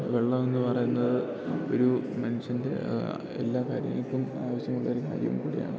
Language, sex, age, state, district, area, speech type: Malayalam, male, 18-30, Kerala, Idukki, rural, spontaneous